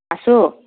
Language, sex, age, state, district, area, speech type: Assamese, male, 18-30, Assam, Morigaon, rural, conversation